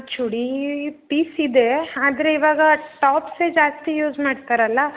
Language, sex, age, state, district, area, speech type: Kannada, female, 30-45, Karnataka, Uttara Kannada, rural, conversation